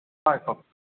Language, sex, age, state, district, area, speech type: Assamese, male, 45-60, Assam, Lakhimpur, rural, conversation